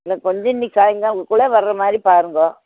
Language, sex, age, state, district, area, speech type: Tamil, female, 60+, Tamil Nadu, Coimbatore, urban, conversation